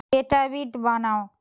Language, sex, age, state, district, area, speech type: Bengali, female, 45-60, West Bengal, Nadia, rural, read